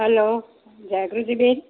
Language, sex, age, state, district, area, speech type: Gujarati, female, 60+, Gujarat, Kheda, rural, conversation